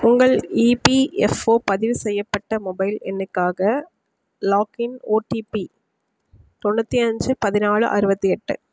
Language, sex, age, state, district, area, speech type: Tamil, female, 30-45, Tamil Nadu, Sivaganga, rural, read